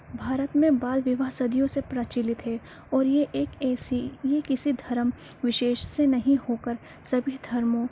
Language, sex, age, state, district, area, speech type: Urdu, female, 18-30, Delhi, Central Delhi, urban, spontaneous